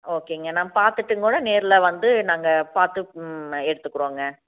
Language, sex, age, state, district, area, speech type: Tamil, female, 30-45, Tamil Nadu, Coimbatore, rural, conversation